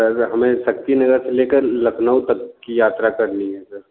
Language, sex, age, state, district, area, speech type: Hindi, male, 18-30, Uttar Pradesh, Sonbhadra, rural, conversation